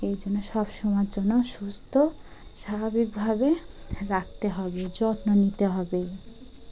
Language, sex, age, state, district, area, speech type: Bengali, female, 30-45, West Bengal, Dakshin Dinajpur, urban, spontaneous